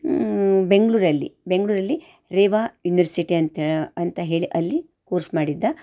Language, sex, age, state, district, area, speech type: Kannada, female, 45-60, Karnataka, Shimoga, rural, spontaneous